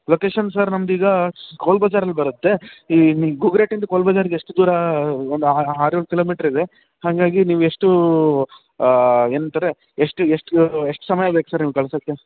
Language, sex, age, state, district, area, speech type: Kannada, male, 18-30, Karnataka, Bellary, rural, conversation